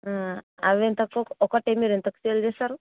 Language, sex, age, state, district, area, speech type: Telugu, female, 18-30, Telangana, Hyderabad, urban, conversation